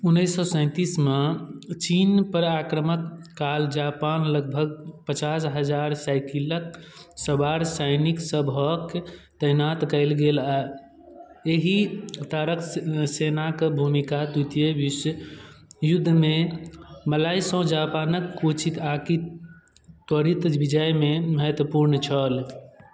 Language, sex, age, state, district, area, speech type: Maithili, male, 18-30, Bihar, Darbhanga, rural, read